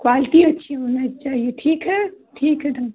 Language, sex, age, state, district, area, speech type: Hindi, female, 18-30, Uttar Pradesh, Chandauli, rural, conversation